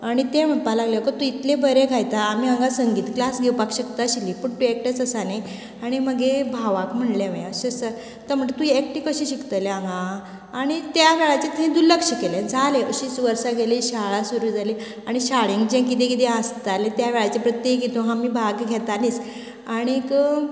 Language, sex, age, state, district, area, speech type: Goan Konkani, female, 45-60, Goa, Canacona, rural, spontaneous